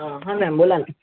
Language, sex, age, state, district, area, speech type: Marathi, male, 45-60, Maharashtra, Yavatmal, urban, conversation